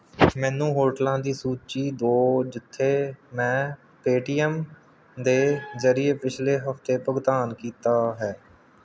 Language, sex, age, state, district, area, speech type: Punjabi, male, 30-45, Punjab, Kapurthala, rural, read